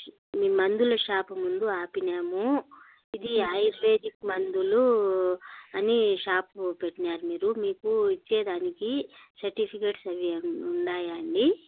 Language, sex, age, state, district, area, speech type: Telugu, female, 45-60, Andhra Pradesh, Annamaya, rural, conversation